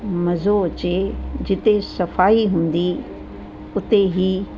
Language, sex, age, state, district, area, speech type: Sindhi, female, 60+, Uttar Pradesh, Lucknow, rural, spontaneous